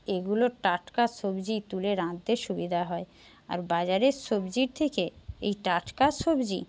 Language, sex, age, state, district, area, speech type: Bengali, female, 30-45, West Bengal, Jhargram, rural, spontaneous